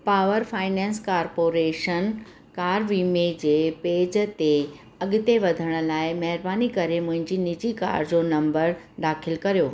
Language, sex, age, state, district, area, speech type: Sindhi, female, 45-60, Rajasthan, Ajmer, rural, read